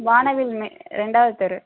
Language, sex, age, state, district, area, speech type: Tamil, female, 30-45, Tamil Nadu, Madurai, urban, conversation